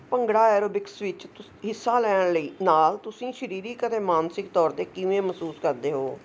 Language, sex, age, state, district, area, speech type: Punjabi, female, 60+, Punjab, Ludhiana, urban, spontaneous